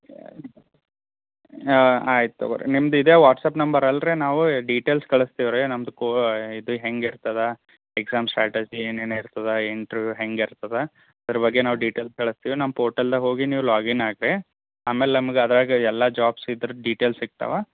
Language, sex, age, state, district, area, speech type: Kannada, male, 30-45, Karnataka, Gulbarga, rural, conversation